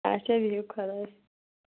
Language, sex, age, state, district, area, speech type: Kashmiri, female, 30-45, Jammu and Kashmir, Kulgam, rural, conversation